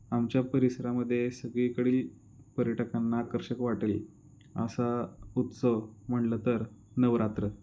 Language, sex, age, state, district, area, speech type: Marathi, male, 30-45, Maharashtra, Osmanabad, rural, spontaneous